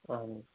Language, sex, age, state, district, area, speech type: Kashmiri, male, 30-45, Jammu and Kashmir, Kupwara, rural, conversation